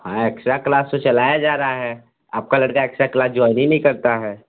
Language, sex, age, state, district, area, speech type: Hindi, male, 60+, Uttar Pradesh, Sonbhadra, rural, conversation